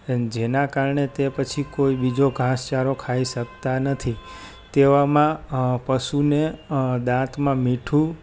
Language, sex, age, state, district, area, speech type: Gujarati, male, 30-45, Gujarat, Rajkot, rural, spontaneous